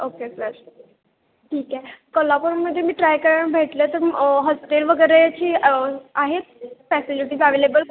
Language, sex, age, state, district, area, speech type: Marathi, female, 18-30, Maharashtra, Kolhapur, urban, conversation